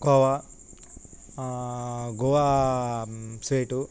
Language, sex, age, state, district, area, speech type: Telugu, male, 18-30, Andhra Pradesh, Nellore, rural, spontaneous